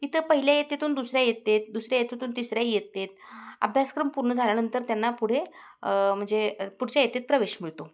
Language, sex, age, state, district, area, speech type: Marathi, female, 60+, Maharashtra, Osmanabad, rural, spontaneous